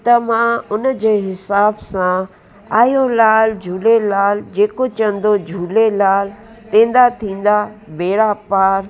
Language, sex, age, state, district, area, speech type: Sindhi, female, 60+, Uttar Pradesh, Lucknow, rural, spontaneous